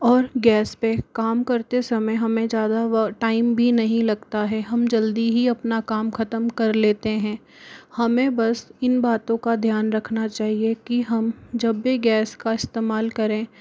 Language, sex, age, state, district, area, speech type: Hindi, male, 60+, Rajasthan, Jaipur, urban, spontaneous